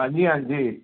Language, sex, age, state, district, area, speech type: Punjabi, male, 30-45, Punjab, Fazilka, rural, conversation